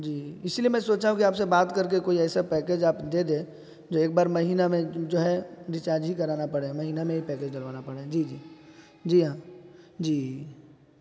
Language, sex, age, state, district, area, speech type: Urdu, male, 30-45, Bihar, East Champaran, urban, spontaneous